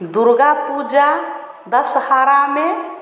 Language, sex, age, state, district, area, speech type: Hindi, female, 45-60, Bihar, Samastipur, rural, spontaneous